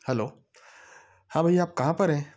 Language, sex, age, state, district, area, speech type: Hindi, male, 30-45, Madhya Pradesh, Ujjain, urban, spontaneous